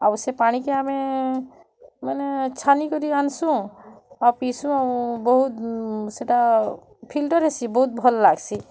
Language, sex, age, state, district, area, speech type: Odia, female, 30-45, Odisha, Bargarh, urban, spontaneous